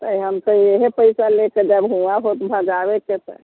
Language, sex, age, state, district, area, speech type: Maithili, female, 60+, Bihar, Muzaffarpur, rural, conversation